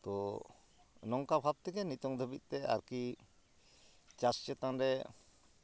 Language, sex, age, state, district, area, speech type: Santali, male, 45-60, West Bengal, Purulia, rural, spontaneous